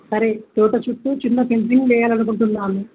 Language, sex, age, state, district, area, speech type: Telugu, male, 18-30, Telangana, Jangaon, rural, conversation